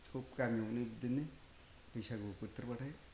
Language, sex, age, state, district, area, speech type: Bodo, male, 60+, Assam, Kokrajhar, rural, spontaneous